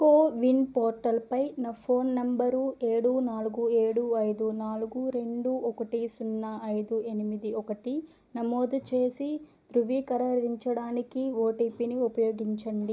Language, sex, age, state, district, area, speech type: Telugu, female, 30-45, Andhra Pradesh, Eluru, rural, read